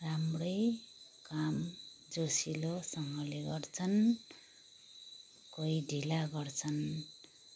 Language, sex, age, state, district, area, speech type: Nepali, female, 30-45, West Bengal, Darjeeling, rural, spontaneous